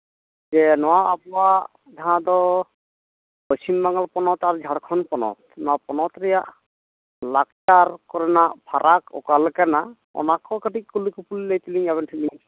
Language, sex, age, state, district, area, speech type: Santali, male, 45-60, West Bengal, Purulia, rural, conversation